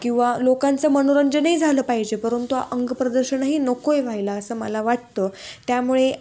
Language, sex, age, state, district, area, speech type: Marathi, female, 18-30, Maharashtra, Ahmednagar, rural, spontaneous